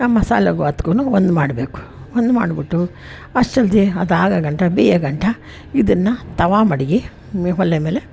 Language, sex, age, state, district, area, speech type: Kannada, female, 60+, Karnataka, Mysore, rural, spontaneous